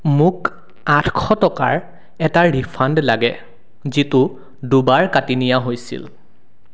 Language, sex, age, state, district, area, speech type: Assamese, male, 18-30, Assam, Sonitpur, rural, read